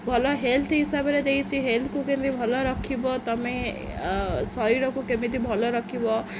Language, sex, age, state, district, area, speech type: Odia, female, 18-30, Odisha, Jagatsinghpur, rural, spontaneous